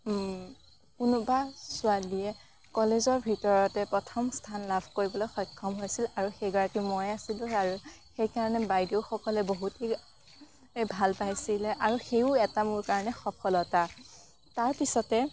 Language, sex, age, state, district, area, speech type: Assamese, female, 18-30, Assam, Morigaon, rural, spontaneous